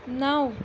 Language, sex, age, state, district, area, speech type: Kashmiri, female, 18-30, Jammu and Kashmir, Ganderbal, rural, read